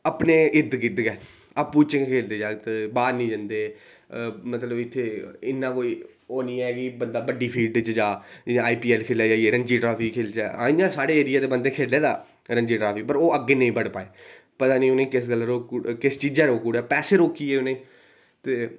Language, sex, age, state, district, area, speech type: Dogri, male, 18-30, Jammu and Kashmir, Reasi, rural, spontaneous